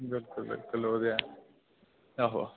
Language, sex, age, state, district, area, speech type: Dogri, male, 18-30, Jammu and Kashmir, Udhampur, rural, conversation